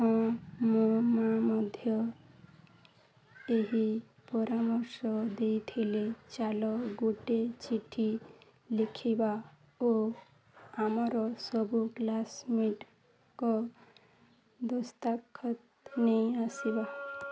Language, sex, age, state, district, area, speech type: Odia, female, 18-30, Odisha, Nuapada, urban, read